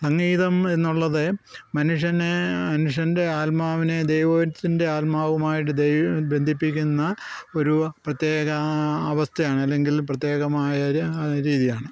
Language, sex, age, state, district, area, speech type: Malayalam, male, 60+, Kerala, Pathanamthitta, rural, spontaneous